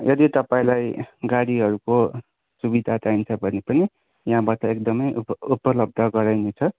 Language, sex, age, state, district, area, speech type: Nepali, male, 18-30, West Bengal, Kalimpong, rural, conversation